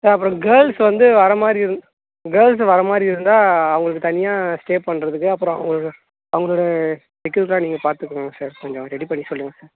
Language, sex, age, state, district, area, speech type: Tamil, male, 18-30, Tamil Nadu, Tiruvannamalai, rural, conversation